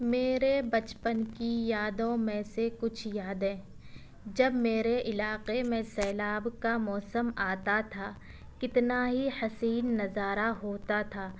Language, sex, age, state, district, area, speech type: Urdu, female, 18-30, Delhi, South Delhi, urban, spontaneous